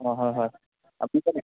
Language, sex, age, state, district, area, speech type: Assamese, male, 18-30, Assam, Sivasagar, rural, conversation